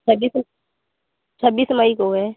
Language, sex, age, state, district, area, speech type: Hindi, female, 18-30, Uttar Pradesh, Azamgarh, rural, conversation